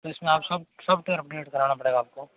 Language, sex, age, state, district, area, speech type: Hindi, male, 45-60, Rajasthan, Jodhpur, urban, conversation